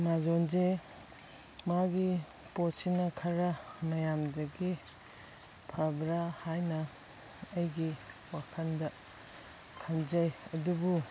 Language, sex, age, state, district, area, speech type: Manipuri, female, 45-60, Manipur, Imphal East, rural, spontaneous